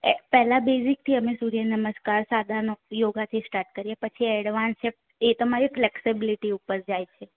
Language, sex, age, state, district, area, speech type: Gujarati, female, 18-30, Gujarat, Ahmedabad, urban, conversation